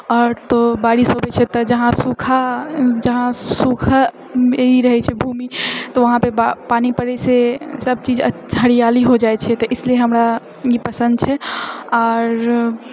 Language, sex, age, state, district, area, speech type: Maithili, female, 30-45, Bihar, Purnia, urban, spontaneous